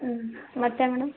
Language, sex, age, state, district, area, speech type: Kannada, female, 18-30, Karnataka, Vijayanagara, rural, conversation